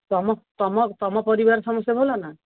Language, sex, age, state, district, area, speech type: Odia, female, 45-60, Odisha, Angul, rural, conversation